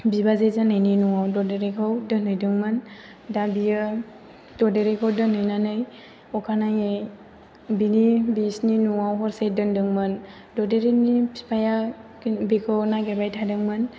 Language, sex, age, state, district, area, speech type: Bodo, female, 18-30, Assam, Chirang, rural, spontaneous